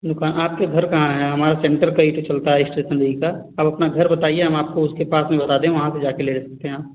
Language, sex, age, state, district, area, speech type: Hindi, male, 30-45, Uttar Pradesh, Azamgarh, rural, conversation